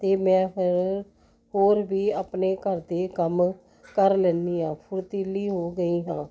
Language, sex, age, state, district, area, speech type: Punjabi, female, 60+, Punjab, Jalandhar, urban, spontaneous